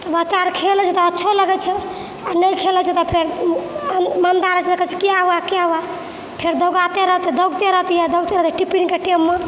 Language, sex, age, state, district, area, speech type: Maithili, female, 60+, Bihar, Purnia, urban, spontaneous